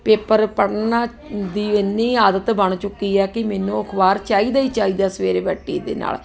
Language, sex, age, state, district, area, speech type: Punjabi, female, 30-45, Punjab, Ludhiana, urban, spontaneous